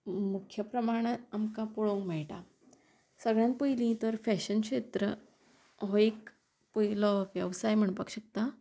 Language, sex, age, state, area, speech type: Goan Konkani, female, 30-45, Goa, rural, spontaneous